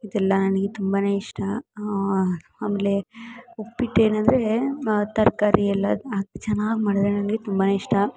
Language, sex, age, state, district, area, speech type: Kannada, female, 18-30, Karnataka, Mysore, urban, spontaneous